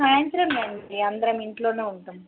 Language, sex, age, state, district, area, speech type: Telugu, female, 45-60, Telangana, Nalgonda, urban, conversation